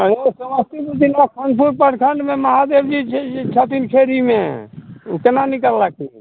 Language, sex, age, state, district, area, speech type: Maithili, male, 45-60, Bihar, Samastipur, urban, conversation